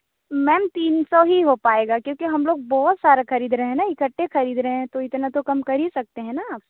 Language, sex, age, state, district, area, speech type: Hindi, female, 30-45, Madhya Pradesh, Balaghat, rural, conversation